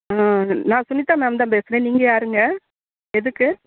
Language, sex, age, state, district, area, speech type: Tamil, female, 45-60, Tamil Nadu, Thanjavur, urban, conversation